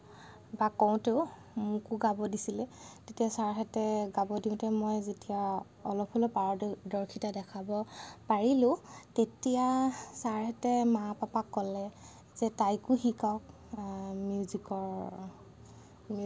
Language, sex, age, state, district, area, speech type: Assamese, female, 30-45, Assam, Lakhimpur, rural, spontaneous